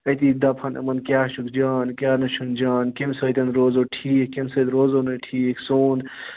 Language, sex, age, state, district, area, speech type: Kashmiri, male, 30-45, Jammu and Kashmir, Ganderbal, rural, conversation